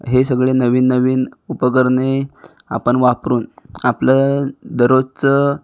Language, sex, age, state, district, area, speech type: Marathi, male, 18-30, Maharashtra, Raigad, rural, spontaneous